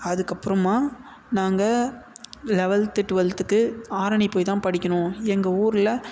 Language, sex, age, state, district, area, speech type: Tamil, male, 18-30, Tamil Nadu, Tiruvannamalai, urban, spontaneous